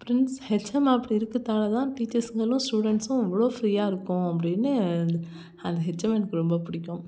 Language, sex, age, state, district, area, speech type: Tamil, female, 18-30, Tamil Nadu, Thanjavur, rural, spontaneous